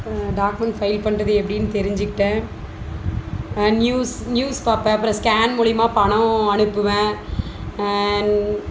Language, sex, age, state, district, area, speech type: Tamil, female, 30-45, Tamil Nadu, Dharmapuri, rural, spontaneous